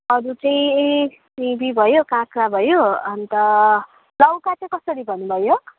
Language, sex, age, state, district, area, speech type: Nepali, female, 30-45, West Bengal, Kalimpong, rural, conversation